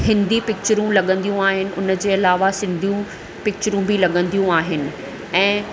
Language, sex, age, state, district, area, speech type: Sindhi, female, 30-45, Maharashtra, Thane, urban, spontaneous